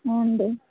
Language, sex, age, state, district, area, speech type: Kannada, female, 30-45, Karnataka, Bagalkot, rural, conversation